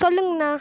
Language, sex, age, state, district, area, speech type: Tamil, female, 18-30, Tamil Nadu, Tiruchirappalli, rural, spontaneous